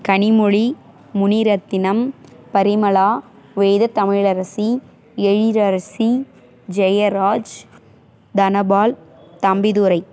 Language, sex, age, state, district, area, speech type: Tamil, female, 30-45, Tamil Nadu, Dharmapuri, rural, spontaneous